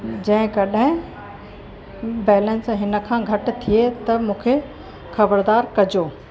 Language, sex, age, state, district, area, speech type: Sindhi, female, 45-60, Uttar Pradesh, Lucknow, urban, read